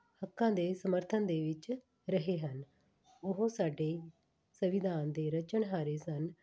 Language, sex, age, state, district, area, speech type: Punjabi, female, 30-45, Punjab, Patiala, urban, spontaneous